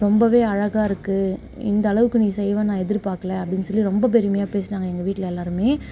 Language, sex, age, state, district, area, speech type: Tamil, female, 18-30, Tamil Nadu, Perambalur, rural, spontaneous